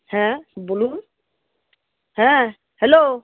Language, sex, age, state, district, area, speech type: Bengali, female, 45-60, West Bengal, Kolkata, urban, conversation